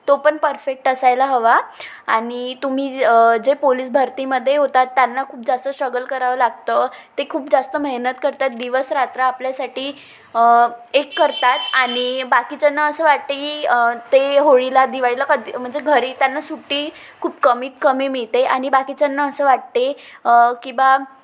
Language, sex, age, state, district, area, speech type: Marathi, female, 18-30, Maharashtra, Wardha, rural, spontaneous